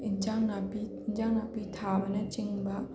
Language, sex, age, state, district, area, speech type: Manipuri, female, 18-30, Manipur, Imphal West, rural, spontaneous